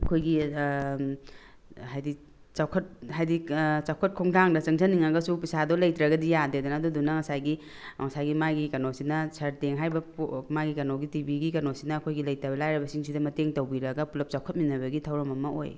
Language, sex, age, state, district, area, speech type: Manipuri, female, 45-60, Manipur, Tengnoupal, rural, spontaneous